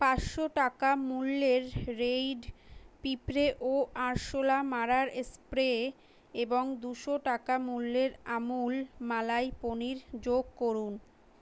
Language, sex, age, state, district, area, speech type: Bengali, female, 18-30, West Bengal, Kolkata, urban, read